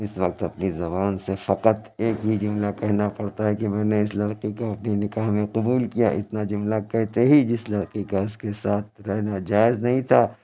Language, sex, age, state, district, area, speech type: Urdu, male, 60+, Uttar Pradesh, Lucknow, urban, spontaneous